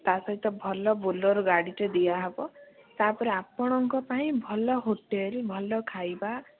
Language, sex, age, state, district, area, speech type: Odia, female, 18-30, Odisha, Bhadrak, rural, conversation